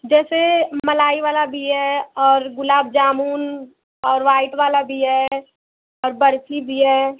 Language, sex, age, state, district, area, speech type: Hindi, female, 18-30, Uttar Pradesh, Mau, rural, conversation